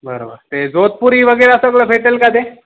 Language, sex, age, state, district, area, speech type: Marathi, male, 18-30, Maharashtra, Nanded, rural, conversation